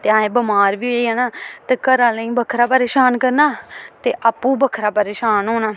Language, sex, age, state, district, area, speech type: Dogri, female, 18-30, Jammu and Kashmir, Samba, urban, spontaneous